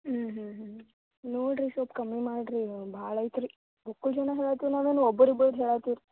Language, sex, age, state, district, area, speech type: Kannada, female, 18-30, Karnataka, Gulbarga, urban, conversation